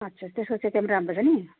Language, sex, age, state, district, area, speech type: Nepali, female, 60+, Assam, Sonitpur, rural, conversation